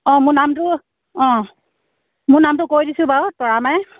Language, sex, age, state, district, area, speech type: Assamese, female, 30-45, Assam, Dhemaji, rural, conversation